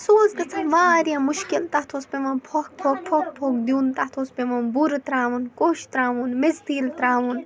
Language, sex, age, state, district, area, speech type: Kashmiri, female, 18-30, Jammu and Kashmir, Bandipora, rural, spontaneous